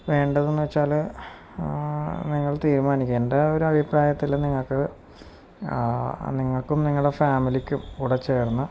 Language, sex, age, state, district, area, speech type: Malayalam, male, 45-60, Kerala, Wayanad, rural, spontaneous